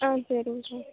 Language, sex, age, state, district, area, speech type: Tamil, female, 18-30, Tamil Nadu, Namakkal, rural, conversation